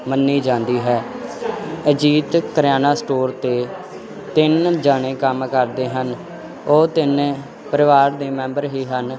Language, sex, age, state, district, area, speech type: Punjabi, male, 18-30, Punjab, Firozpur, rural, spontaneous